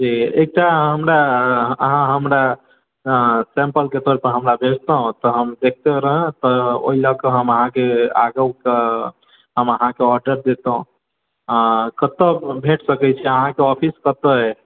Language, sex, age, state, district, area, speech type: Maithili, male, 18-30, Bihar, Sitamarhi, urban, conversation